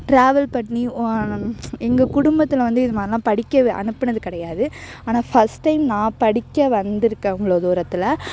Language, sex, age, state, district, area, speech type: Tamil, female, 18-30, Tamil Nadu, Thanjavur, urban, spontaneous